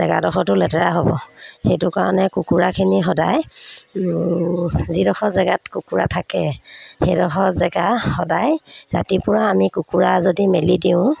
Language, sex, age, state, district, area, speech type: Assamese, female, 30-45, Assam, Sivasagar, rural, spontaneous